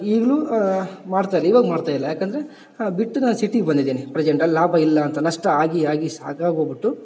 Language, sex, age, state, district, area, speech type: Kannada, male, 18-30, Karnataka, Bellary, rural, spontaneous